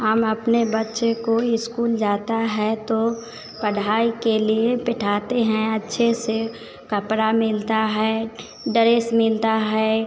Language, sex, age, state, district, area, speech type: Hindi, female, 45-60, Bihar, Vaishali, urban, spontaneous